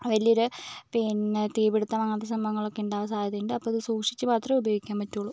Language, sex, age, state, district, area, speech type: Malayalam, female, 45-60, Kerala, Wayanad, rural, spontaneous